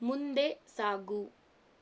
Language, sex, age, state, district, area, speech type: Kannada, female, 18-30, Karnataka, Shimoga, rural, read